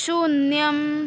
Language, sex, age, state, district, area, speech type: Sanskrit, female, 18-30, Maharashtra, Nagpur, urban, read